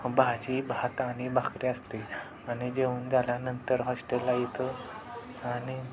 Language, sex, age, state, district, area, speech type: Marathi, male, 18-30, Maharashtra, Satara, urban, spontaneous